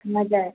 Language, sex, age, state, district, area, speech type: Nepali, female, 18-30, West Bengal, Darjeeling, rural, conversation